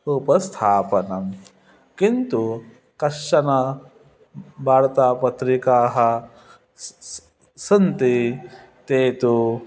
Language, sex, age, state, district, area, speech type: Sanskrit, male, 30-45, West Bengal, Dakshin Dinajpur, urban, spontaneous